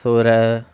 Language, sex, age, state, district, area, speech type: Tamil, male, 30-45, Tamil Nadu, Erode, rural, spontaneous